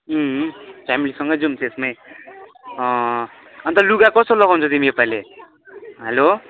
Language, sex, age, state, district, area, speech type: Nepali, male, 18-30, West Bengal, Kalimpong, rural, conversation